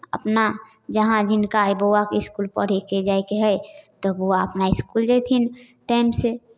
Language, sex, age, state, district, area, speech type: Maithili, female, 18-30, Bihar, Samastipur, rural, spontaneous